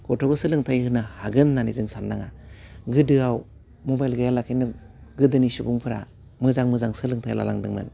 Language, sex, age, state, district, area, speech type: Bodo, male, 30-45, Assam, Udalguri, rural, spontaneous